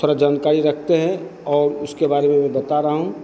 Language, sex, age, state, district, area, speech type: Hindi, male, 60+, Bihar, Begusarai, rural, spontaneous